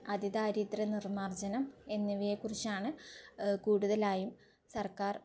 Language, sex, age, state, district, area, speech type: Malayalam, female, 18-30, Kerala, Kannur, urban, spontaneous